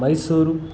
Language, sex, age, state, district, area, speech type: Kannada, male, 30-45, Karnataka, Kolar, rural, spontaneous